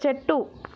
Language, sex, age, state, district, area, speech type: Telugu, female, 18-30, Telangana, Vikarabad, urban, read